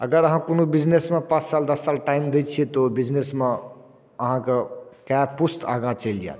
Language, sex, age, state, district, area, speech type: Maithili, male, 30-45, Bihar, Darbhanga, rural, spontaneous